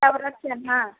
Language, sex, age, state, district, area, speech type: Marathi, female, 18-30, Maharashtra, Akola, rural, conversation